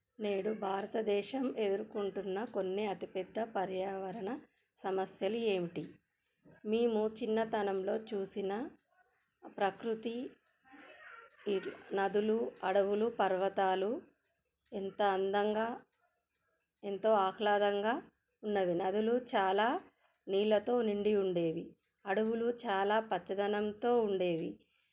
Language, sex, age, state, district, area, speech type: Telugu, female, 30-45, Telangana, Jagtial, rural, spontaneous